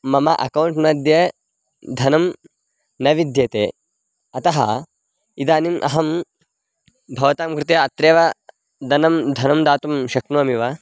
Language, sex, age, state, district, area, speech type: Sanskrit, male, 18-30, Karnataka, Raichur, rural, spontaneous